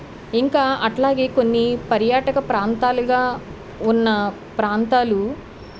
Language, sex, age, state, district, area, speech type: Telugu, female, 45-60, Andhra Pradesh, Eluru, urban, spontaneous